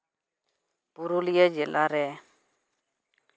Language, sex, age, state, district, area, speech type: Santali, male, 18-30, West Bengal, Purulia, rural, spontaneous